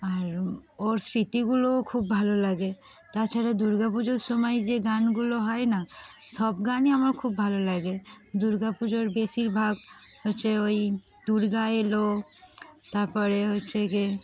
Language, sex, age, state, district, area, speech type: Bengali, female, 18-30, West Bengal, Darjeeling, urban, spontaneous